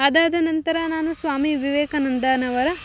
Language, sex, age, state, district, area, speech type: Kannada, female, 18-30, Karnataka, Chikkamagaluru, rural, spontaneous